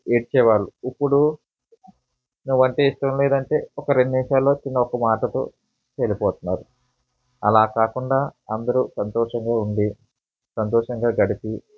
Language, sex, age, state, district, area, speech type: Telugu, male, 45-60, Andhra Pradesh, Eluru, rural, spontaneous